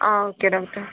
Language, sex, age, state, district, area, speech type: Malayalam, female, 18-30, Kerala, Kozhikode, rural, conversation